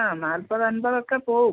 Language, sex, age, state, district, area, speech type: Malayalam, female, 45-60, Kerala, Pathanamthitta, rural, conversation